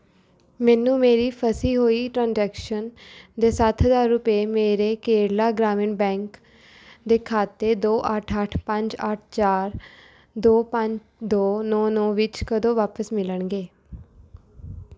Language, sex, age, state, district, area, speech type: Punjabi, female, 18-30, Punjab, Rupnagar, urban, read